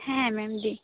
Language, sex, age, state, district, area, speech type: Bengali, female, 18-30, West Bengal, Paschim Medinipur, rural, conversation